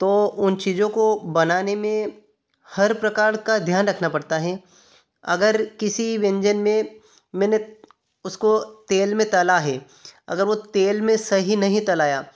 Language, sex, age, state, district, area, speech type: Hindi, male, 30-45, Madhya Pradesh, Ujjain, rural, spontaneous